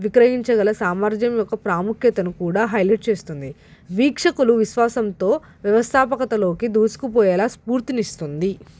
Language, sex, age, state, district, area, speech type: Telugu, female, 18-30, Telangana, Hyderabad, urban, spontaneous